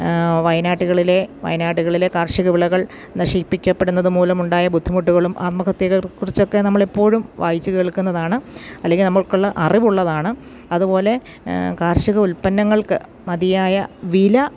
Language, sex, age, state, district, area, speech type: Malayalam, female, 45-60, Kerala, Kottayam, rural, spontaneous